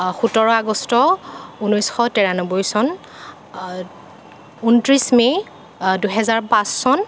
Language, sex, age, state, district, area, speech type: Assamese, female, 18-30, Assam, Nagaon, rural, spontaneous